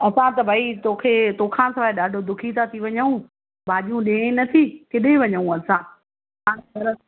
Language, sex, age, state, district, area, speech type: Sindhi, female, 60+, Gujarat, Surat, urban, conversation